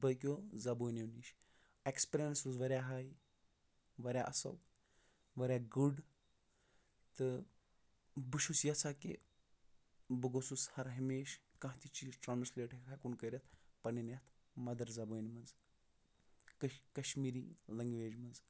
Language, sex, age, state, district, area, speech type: Kashmiri, male, 30-45, Jammu and Kashmir, Baramulla, rural, spontaneous